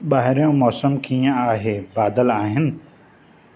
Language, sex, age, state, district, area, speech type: Sindhi, male, 45-60, Maharashtra, Thane, urban, read